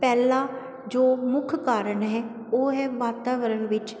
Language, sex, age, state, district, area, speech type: Punjabi, female, 30-45, Punjab, Sangrur, rural, spontaneous